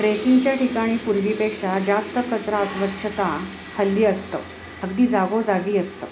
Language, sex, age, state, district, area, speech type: Marathi, female, 30-45, Maharashtra, Sangli, urban, spontaneous